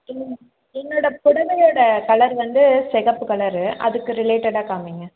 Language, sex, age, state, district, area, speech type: Tamil, female, 18-30, Tamil Nadu, Chengalpattu, urban, conversation